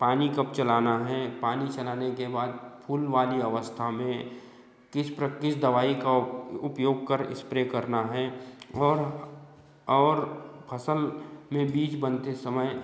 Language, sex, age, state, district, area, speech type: Hindi, male, 30-45, Madhya Pradesh, Betul, rural, spontaneous